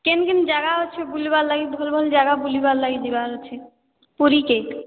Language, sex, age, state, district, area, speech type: Odia, female, 60+, Odisha, Boudh, rural, conversation